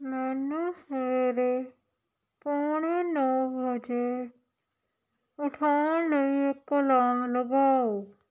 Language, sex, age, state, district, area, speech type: Punjabi, female, 45-60, Punjab, Shaheed Bhagat Singh Nagar, rural, read